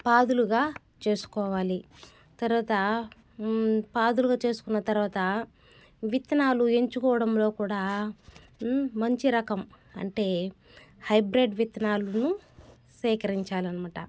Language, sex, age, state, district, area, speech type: Telugu, female, 30-45, Andhra Pradesh, Sri Balaji, rural, spontaneous